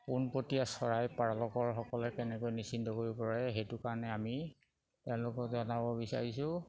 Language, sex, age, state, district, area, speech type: Assamese, male, 45-60, Assam, Sivasagar, rural, spontaneous